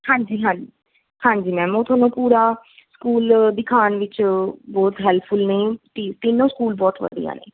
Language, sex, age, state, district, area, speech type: Punjabi, female, 18-30, Punjab, Kapurthala, rural, conversation